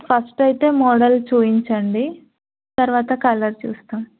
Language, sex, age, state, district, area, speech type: Telugu, female, 18-30, Telangana, Narayanpet, rural, conversation